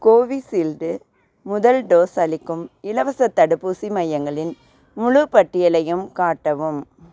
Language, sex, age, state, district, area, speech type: Tamil, female, 45-60, Tamil Nadu, Nagapattinam, urban, read